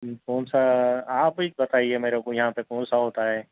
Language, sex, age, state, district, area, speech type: Urdu, male, 30-45, Telangana, Hyderabad, urban, conversation